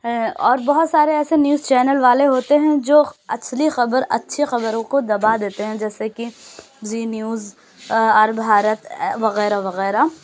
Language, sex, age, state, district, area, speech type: Urdu, female, 18-30, Uttar Pradesh, Lucknow, urban, spontaneous